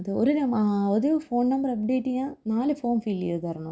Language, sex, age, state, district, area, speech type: Malayalam, female, 30-45, Kerala, Thiruvananthapuram, rural, spontaneous